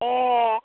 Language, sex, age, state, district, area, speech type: Bodo, female, 30-45, Assam, Chirang, rural, conversation